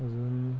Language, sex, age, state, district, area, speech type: Marathi, male, 30-45, Maharashtra, Amravati, rural, spontaneous